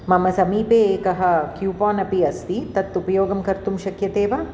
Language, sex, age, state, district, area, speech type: Sanskrit, female, 45-60, Andhra Pradesh, Krishna, urban, spontaneous